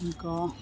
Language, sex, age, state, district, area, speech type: Telugu, male, 18-30, Telangana, Ranga Reddy, rural, spontaneous